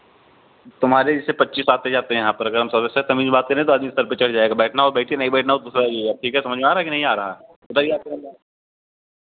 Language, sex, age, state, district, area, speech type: Hindi, male, 30-45, Uttar Pradesh, Hardoi, rural, conversation